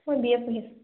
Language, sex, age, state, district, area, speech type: Assamese, female, 45-60, Assam, Biswanath, rural, conversation